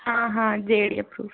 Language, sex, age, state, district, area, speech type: Hindi, female, 18-30, Rajasthan, Jaipur, rural, conversation